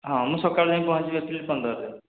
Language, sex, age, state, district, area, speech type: Odia, male, 18-30, Odisha, Dhenkanal, rural, conversation